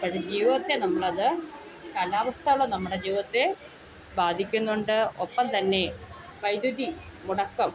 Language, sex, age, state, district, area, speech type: Malayalam, female, 30-45, Kerala, Kollam, rural, spontaneous